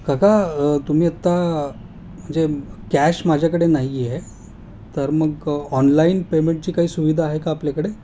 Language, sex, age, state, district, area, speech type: Marathi, male, 30-45, Maharashtra, Ahmednagar, urban, spontaneous